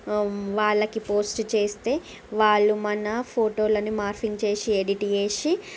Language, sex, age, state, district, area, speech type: Telugu, female, 30-45, Andhra Pradesh, Srikakulam, urban, spontaneous